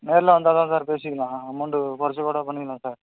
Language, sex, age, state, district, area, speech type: Tamil, male, 18-30, Tamil Nadu, Nagapattinam, rural, conversation